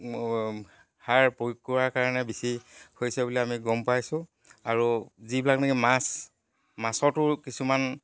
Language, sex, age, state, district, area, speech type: Assamese, male, 45-60, Assam, Dhemaji, rural, spontaneous